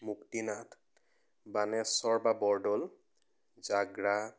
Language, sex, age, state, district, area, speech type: Assamese, male, 18-30, Assam, Biswanath, rural, spontaneous